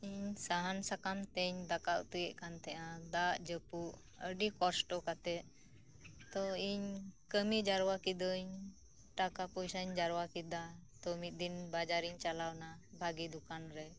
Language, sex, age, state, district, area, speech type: Santali, female, 30-45, West Bengal, Birbhum, rural, spontaneous